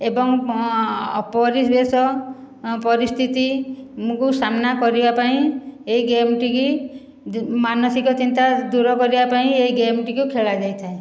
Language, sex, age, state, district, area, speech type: Odia, female, 60+, Odisha, Khordha, rural, spontaneous